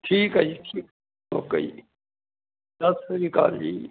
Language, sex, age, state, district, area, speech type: Punjabi, male, 60+, Punjab, Bathinda, rural, conversation